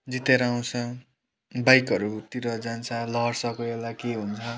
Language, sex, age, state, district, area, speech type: Nepali, male, 18-30, West Bengal, Kalimpong, rural, spontaneous